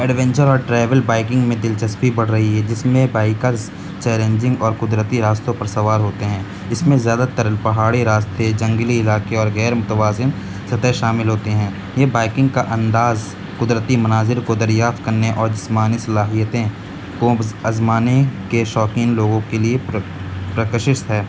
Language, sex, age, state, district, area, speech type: Urdu, male, 18-30, Uttar Pradesh, Siddharthnagar, rural, spontaneous